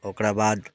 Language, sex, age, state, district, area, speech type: Maithili, male, 30-45, Bihar, Muzaffarpur, rural, spontaneous